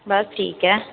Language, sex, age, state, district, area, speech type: Punjabi, female, 30-45, Punjab, Jalandhar, urban, conversation